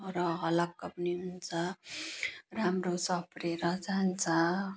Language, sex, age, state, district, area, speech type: Nepali, female, 30-45, West Bengal, Jalpaiguri, rural, spontaneous